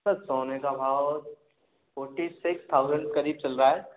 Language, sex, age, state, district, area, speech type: Hindi, male, 18-30, Madhya Pradesh, Gwalior, urban, conversation